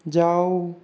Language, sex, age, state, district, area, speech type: Hindi, male, 60+, Rajasthan, Jodhpur, rural, read